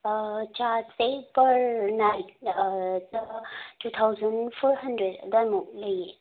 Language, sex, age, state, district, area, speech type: Manipuri, female, 30-45, Manipur, Imphal West, urban, conversation